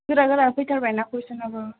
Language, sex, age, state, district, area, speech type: Bodo, female, 18-30, Assam, Chirang, rural, conversation